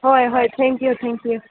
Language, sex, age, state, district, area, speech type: Manipuri, female, 18-30, Manipur, Chandel, rural, conversation